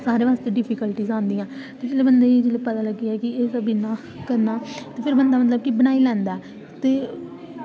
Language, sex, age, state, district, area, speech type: Dogri, female, 18-30, Jammu and Kashmir, Samba, rural, spontaneous